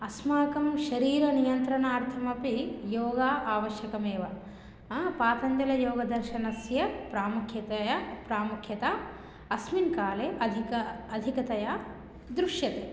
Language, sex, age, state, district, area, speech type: Sanskrit, female, 30-45, Telangana, Hyderabad, urban, spontaneous